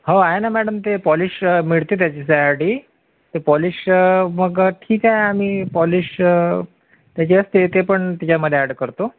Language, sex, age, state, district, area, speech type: Marathi, male, 45-60, Maharashtra, Akola, urban, conversation